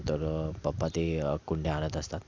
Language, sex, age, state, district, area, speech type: Marathi, male, 30-45, Maharashtra, Thane, urban, spontaneous